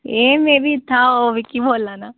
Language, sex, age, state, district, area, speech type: Dogri, female, 18-30, Jammu and Kashmir, Udhampur, rural, conversation